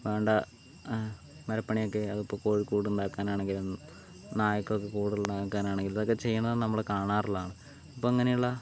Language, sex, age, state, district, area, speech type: Malayalam, male, 30-45, Kerala, Palakkad, rural, spontaneous